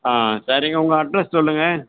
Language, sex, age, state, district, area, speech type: Tamil, male, 60+, Tamil Nadu, Cuddalore, rural, conversation